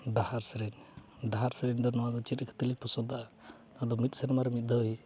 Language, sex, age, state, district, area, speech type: Santali, male, 45-60, Odisha, Mayurbhanj, rural, spontaneous